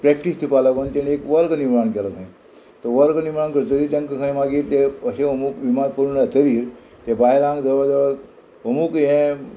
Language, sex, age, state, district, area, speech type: Goan Konkani, male, 60+, Goa, Murmgao, rural, spontaneous